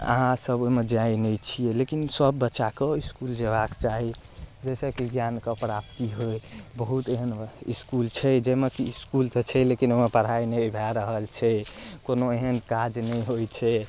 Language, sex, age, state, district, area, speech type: Maithili, male, 18-30, Bihar, Darbhanga, rural, spontaneous